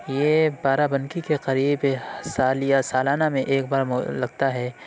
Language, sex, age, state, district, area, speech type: Urdu, male, 18-30, Uttar Pradesh, Lucknow, urban, spontaneous